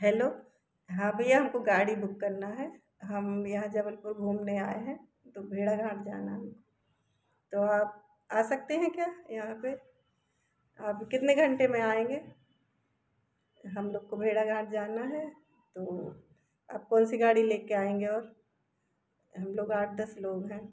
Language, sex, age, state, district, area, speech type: Hindi, female, 30-45, Madhya Pradesh, Jabalpur, urban, spontaneous